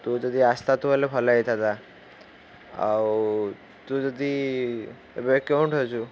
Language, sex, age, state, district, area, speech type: Odia, male, 18-30, Odisha, Ganjam, urban, spontaneous